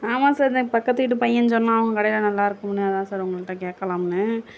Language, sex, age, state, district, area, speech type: Tamil, female, 60+, Tamil Nadu, Tiruvarur, rural, spontaneous